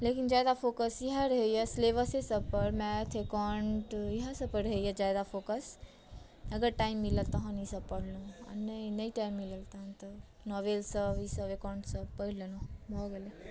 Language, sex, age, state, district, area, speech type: Maithili, female, 18-30, Bihar, Madhubani, rural, spontaneous